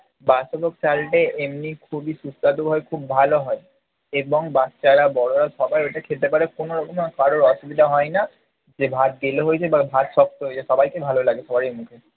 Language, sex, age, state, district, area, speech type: Bengali, male, 30-45, West Bengal, Purba Bardhaman, urban, conversation